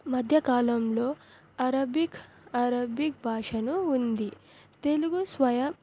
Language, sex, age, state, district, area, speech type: Telugu, female, 18-30, Andhra Pradesh, Sri Satya Sai, urban, spontaneous